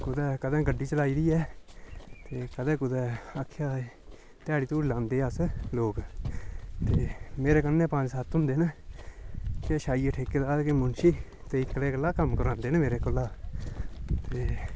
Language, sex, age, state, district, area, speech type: Dogri, male, 30-45, Jammu and Kashmir, Udhampur, rural, spontaneous